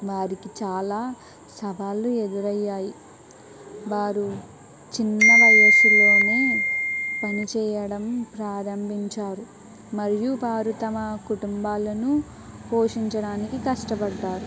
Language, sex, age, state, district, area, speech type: Telugu, female, 18-30, Andhra Pradesh, Kakinada, rural, spontaneous